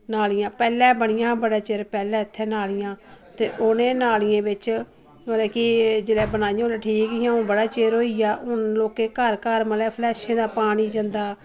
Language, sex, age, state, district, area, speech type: Dogri, female, 30-45, Jammu and Kashmir, Samba, rural, spontaneous